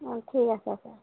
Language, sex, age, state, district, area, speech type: Assamese, female, 18-30, Assam, Lakhimpur, rural, conversation